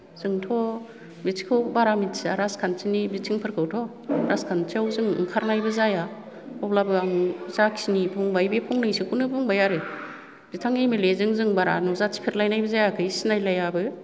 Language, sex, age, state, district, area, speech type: Bodo, female, 60+, Assam, Kokrajhar, rural, spontaneous